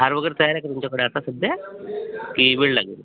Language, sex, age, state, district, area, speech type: Marathi, male, 45-60, Maharashtra, Amravati, rural, conversation